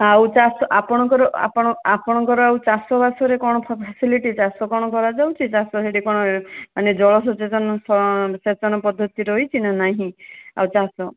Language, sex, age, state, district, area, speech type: Odia, female, 45-60, Odisha, Balasore, rural, conversation